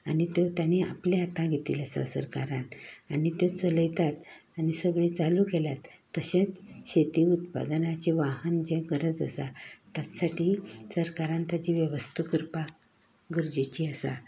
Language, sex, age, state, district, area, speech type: Goan Konkani, female, 60+, Goa, Canacona, rural, spontaneous